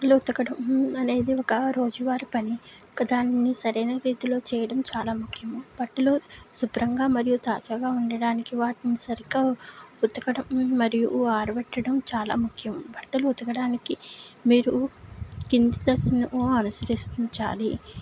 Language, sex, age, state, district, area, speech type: Telugu, female, 60+, Andhra Pradesh, Kakinada, rural, spontaneous